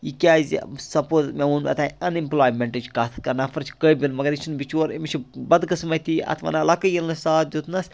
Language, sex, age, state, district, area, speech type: Kashmiri, male, 30-45, Jammu and Kashmir, Budgam, rural, spontaneous